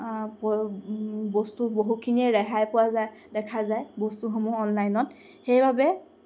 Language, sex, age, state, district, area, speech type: Assamese, female, 18-30, Assam, Golaghat, urban, spontaneous